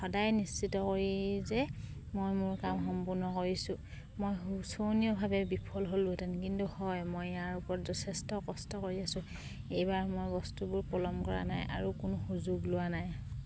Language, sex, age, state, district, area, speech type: Assamese, female, 30-45, Assam, Sivasagar, rural, read